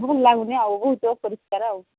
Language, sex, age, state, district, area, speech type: Odia, female, 45-60, Odisha, Angul, rural, conversation